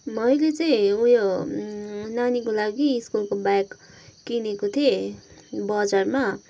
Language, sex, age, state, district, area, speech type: Nepali, female, 60+, West Bengal, Kalimpong, rural, spontaneous